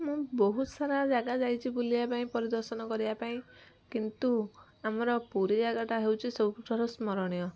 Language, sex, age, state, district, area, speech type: Odia, female, 18-30, Odisha, Kendujhar, urban, spontaneous